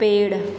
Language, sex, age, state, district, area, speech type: Hindi, female, 30-45, Rajasthan, Jodhpur, urban, read